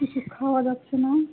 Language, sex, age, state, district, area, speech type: Bengali, female, 18-30, West Bengal, Malda, urban, conversation